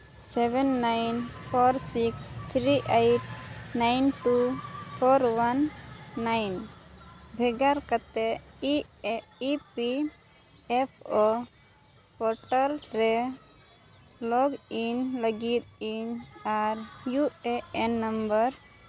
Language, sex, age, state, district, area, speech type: Santali, female, 30-45, Jharkhand, Seraikela Kharsawan, rural, read